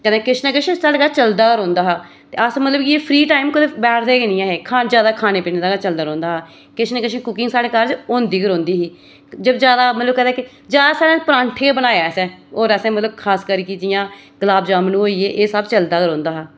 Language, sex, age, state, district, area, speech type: Dogri, female, 30-45, Jammu and Kashmir, Reasi, rural, spontaneous